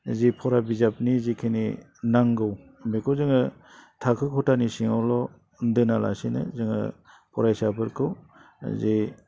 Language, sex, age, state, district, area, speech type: Bodo, male, 45-60, Assam, Baksa, urban, spontaneous